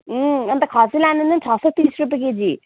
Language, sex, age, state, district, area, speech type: Nepali, female, 30-45, West Bengal, Jalpaiguri, rural, conversation